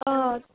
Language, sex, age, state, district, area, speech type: Kashmiri, female, 45-60, Jammu and Kashmir, Baramulla, urban, conversation